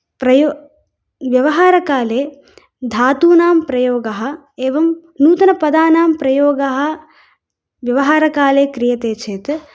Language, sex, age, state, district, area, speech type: Sanskrit, female, 18-30, Tamil Nadu, Coimbatore, urban, spontaneous